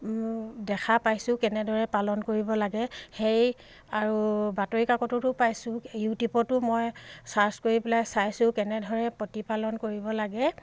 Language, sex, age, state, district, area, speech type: Assamese, female, 45-60, Assam, Dibrugarh, rural, spontaneous